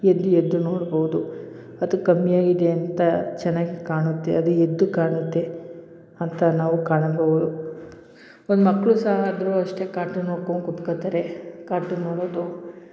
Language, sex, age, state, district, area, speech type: Kannada, female, 30-45, Karnataka, Hassan, urban, spontaneous